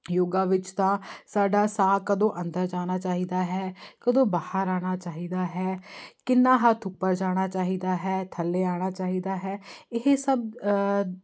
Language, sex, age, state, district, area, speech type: Punjabi, female, 30-45, Punjab, Jalandhar, urban, spontaneous